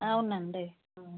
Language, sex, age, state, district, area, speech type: Telugu, female, 60+, Andhra Pradesh, Alluri Sitarama Raju, rural, conversation